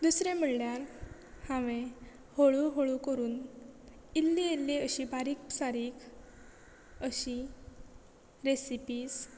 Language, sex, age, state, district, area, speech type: Goan Konkani, female, 18-30, Goa, Quepem, rural, spontaneous